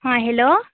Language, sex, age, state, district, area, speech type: Maithili, female, 45-60, Bihar, Supaul, rural, conversation